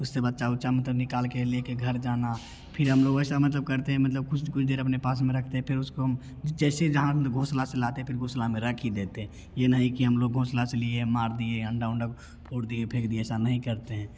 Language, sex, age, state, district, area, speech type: Hindi, male, 18-30, Bihar, Begusarai, urban, spontaneous